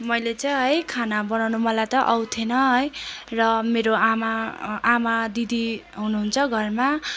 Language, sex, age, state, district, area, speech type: Nepali, female, 18-30, West Bengal, Darjeeling, rural, spontaneous